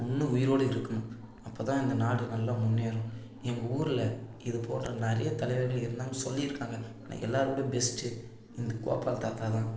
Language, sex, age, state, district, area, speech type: Tamil, male, 18-30, Tamil Nadu, Tiruvannamalai, rural, spontaneous